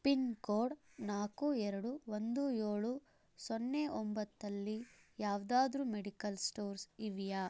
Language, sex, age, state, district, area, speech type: Kannada, female, 30-45, Karnataka, Chikkaballapur, rural, read